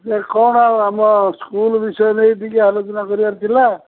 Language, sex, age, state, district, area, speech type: Odia, male, 45-60, Odisha, Sundergarh, rural, conversation